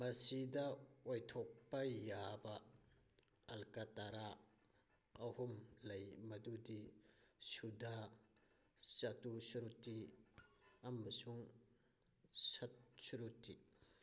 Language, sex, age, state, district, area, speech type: Manipuri, male, 30-45, Manipur, Thoubal, rural, read